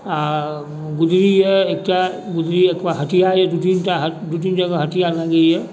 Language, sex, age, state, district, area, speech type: Maithili, male, 45-60, Bihar, Supaul, rural, spontaneous